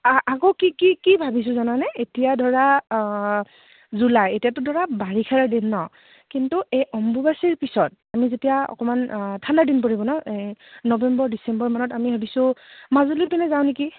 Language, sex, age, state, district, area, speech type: Assamese, female, 30-45, Assam, Goalpara, urban, conversation